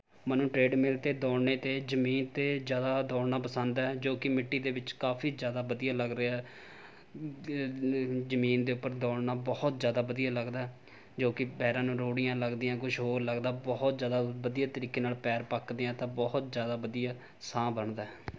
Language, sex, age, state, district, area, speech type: Punjabi, male, 18-30, Punjab, Rupnagar, urban, spontaneous